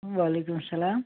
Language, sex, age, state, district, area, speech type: Kashmiri, female, 60+, Jammu and Kashmir, Srinagar, urban, conversation